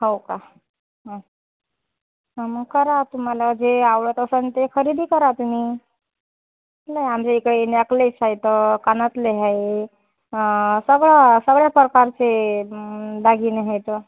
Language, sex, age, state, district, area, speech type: Marathi, female, 30-45, Maharashtra, Washim, rural, conversation